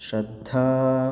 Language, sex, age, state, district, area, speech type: Sanskrit, male, 18-30, Karnataka, Bangalore Urban, urban, spontaneous